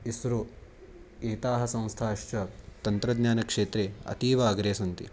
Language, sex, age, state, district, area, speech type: Sanskrit, male, 18-30, Maharashtra, Nashik, urban, spontaneous